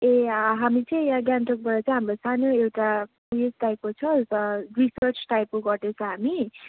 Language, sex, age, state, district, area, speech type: Nepali, female, 18-30, West Bengal, Kalimpong, rural, conversation